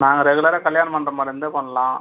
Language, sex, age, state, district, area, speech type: Tamil, male, 45-60, Tamil Nadu, Cuddalore, rural, conversation